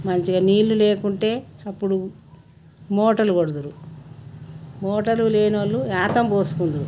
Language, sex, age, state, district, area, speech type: Telugu, female, 60+, Telangana, Peddapalli, rural, spontaneous